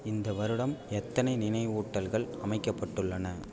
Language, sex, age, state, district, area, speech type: Tamil, male, 18-30, Tamil Nadu, Ariyalur, rural, read